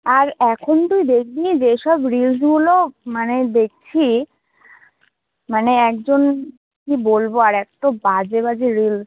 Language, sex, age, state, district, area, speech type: Bengali, female, 18-30, West Bengal, Alipurduar, rural, conversation